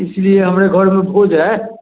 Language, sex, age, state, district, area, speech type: Hindi, male, 60+, Bihar, Samastipur, urban, conversation